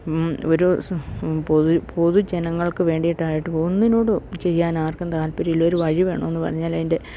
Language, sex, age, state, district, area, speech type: Malayalam, female, 60+, Kerala, Idukki, rural, spontaneous